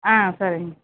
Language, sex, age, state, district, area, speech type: Tamil, female, 45-60, Tamil Nadu, Ariyalur, rural, conversation